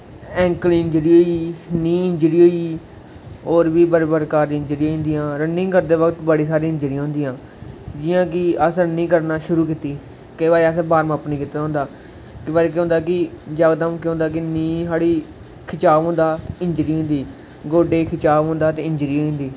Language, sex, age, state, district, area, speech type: Dogri, male, 18-30, Jammu and Kashmir, Kathua, rural, spontaneous